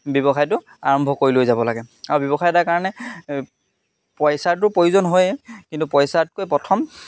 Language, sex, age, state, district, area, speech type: Assamese, male, 30-45, Assam, Charaideo, rural, spontaneous